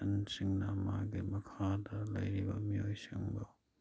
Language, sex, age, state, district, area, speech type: Manipuri, male, 30-45, Manipur, Kakching, rural, spontaneous